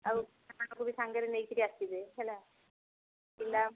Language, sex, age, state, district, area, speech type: Odia, female, 30-45, Odisha, Kendrapara, urban, conversation